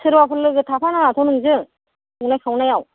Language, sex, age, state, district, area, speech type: Bodo, female, 60+, Assam, Kokrajhar, rural, conversation